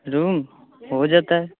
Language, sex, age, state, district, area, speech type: Maithili, male, 18-30, Bihar, Muzaffarpur, rural, conversation